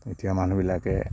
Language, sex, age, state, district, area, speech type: Assamese, male, 60+, Assam, Kamrup Metropolitan, urban, spontaneous